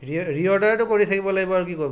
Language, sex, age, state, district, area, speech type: Assamese, male, 45-60, Assam, Morigaon, rural, spontaneous